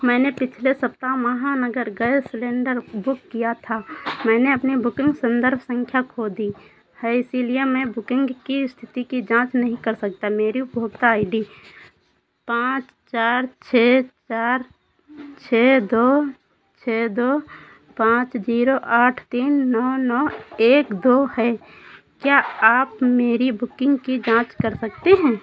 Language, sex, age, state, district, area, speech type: Hindi, female, 30-45, Uttar Pradesh, Sitapur, rural, read